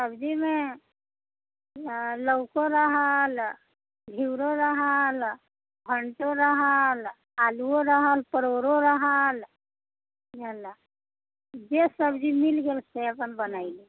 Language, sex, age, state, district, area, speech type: Maithili, female, 45-60, Bihar, Sitamarhi, rural, conversation